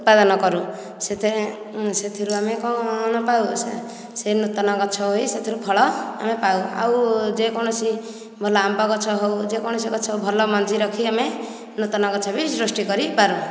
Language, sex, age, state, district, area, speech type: Odia, female, 30-45, Odisha, Nayagarh, rural, spontaneous